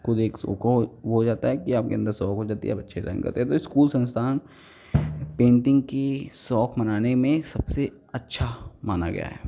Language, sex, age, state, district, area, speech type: Hindi, male, 45-60, Uttar Pradesh, Lucknow, rural, spontaneous